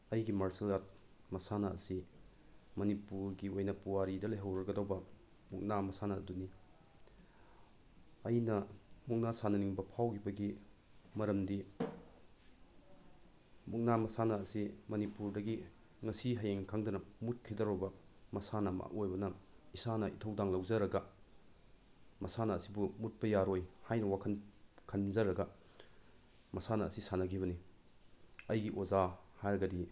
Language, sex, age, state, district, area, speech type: Manipuri, male, 30-45, Manipur, Bishnupur, rural, spontaneous